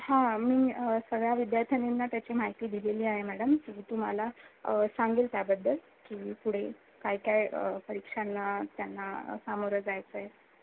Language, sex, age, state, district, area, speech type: Marathi, female, 18-30, Maharashtra, Ratnagiri, rural, conversation